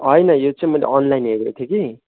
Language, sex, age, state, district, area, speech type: Nepali, male, 30-45, West Bengal, Kalimpong, rural, conversation